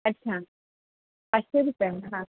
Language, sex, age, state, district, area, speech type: Marathi, female, 45-60, Maharashtra, Palghar, urban, conversation